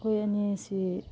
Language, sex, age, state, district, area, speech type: Manipuri, female, 45-60, Manipur, Imphal East, rural, spontaneous